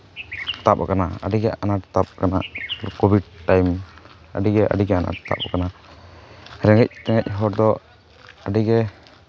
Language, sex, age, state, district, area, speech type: Santali, male, 18-30, West Bengal, Jhargram, rural, spontaneous